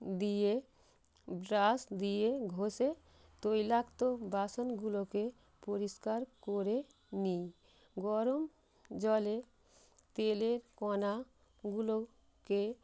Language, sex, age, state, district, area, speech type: Bengali, female, 45-60, West Bengal, North 24 Parganas, urban, spontaneous